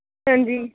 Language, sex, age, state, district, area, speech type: Punjabi, female, 30-45, Punjab, Kapurthala, urban, conversation